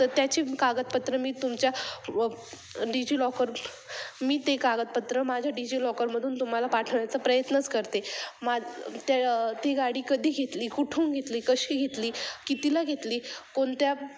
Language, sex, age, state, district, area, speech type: Marathi, female, 18-30, Maharashtra, Ahmednagar, urban, spontaneous